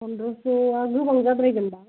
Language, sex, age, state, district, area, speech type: Bodo, female, 18-30, Assam, Kokrajhar, rural, conversation